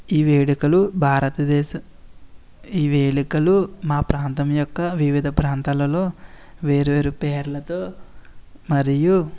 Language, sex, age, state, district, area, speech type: Telugu, male, 18-30, Andhra Pradesh, East Godavari, rural, spontaneous